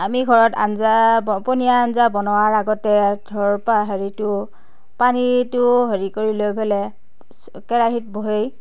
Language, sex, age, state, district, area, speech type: Assamese, female, 60+, Assam, Darrang, rural, spontaneous